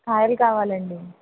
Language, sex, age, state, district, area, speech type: Telugu, female, 45-60, Andhra Pradesh, N T Rama Rao, urban, conversation